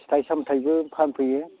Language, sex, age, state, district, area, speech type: Bodo, male, 60+, Assam, Chirang, rural, conversation